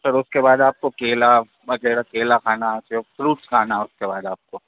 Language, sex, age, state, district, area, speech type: Hindi, male, 45-60, Madhya Pradesh, Hoshangabad, rural, conversation